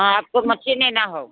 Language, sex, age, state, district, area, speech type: Hindi, female, 60+, Bihar, Muzaffarpur, rural, conversation